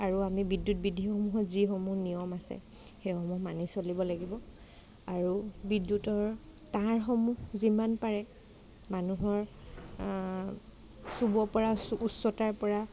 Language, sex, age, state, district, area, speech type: Assamese, female, 30-45, Assam, Morigaon, rural, spontaneous